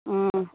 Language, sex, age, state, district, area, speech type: Maithili, female, 30-45, Bihar, Supaul, rural, conversation